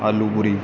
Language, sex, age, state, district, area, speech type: Punjabi, male, 18-30, Punjab, Kapurthala, rural, spontaneous